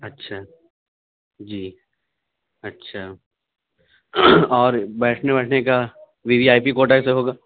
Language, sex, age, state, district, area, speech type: Urdu, male, 18-30, Delhi, Central Delhi, urban, conversation